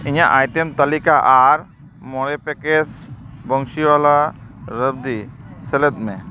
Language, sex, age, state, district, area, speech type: Santali, male, 30-45, West Bengal, Dakshin Dinajpur, rural, read